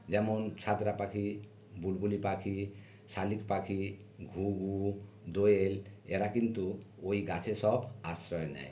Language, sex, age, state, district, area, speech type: Bengali, male, 60+, West Bengal, North 24 Parganas, urban, spontaneous